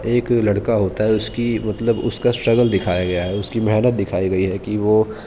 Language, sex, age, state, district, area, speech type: Urdu, male, 18-30, Delhi, East Delhi, urban, spontaneous